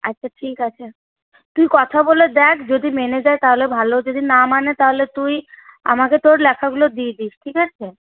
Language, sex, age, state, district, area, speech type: Bengali, female, 18-30, West Bengal, Paschim Bardhaman, rural, conversation